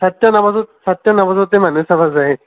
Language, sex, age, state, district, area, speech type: Assamese, male, 18-30, Assam, Nalbari, rural, conversation